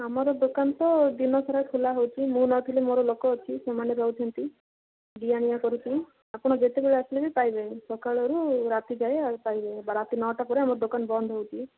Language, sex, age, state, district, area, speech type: Odia, female, 18-30, Odisha, Malkangiri, urban, conversation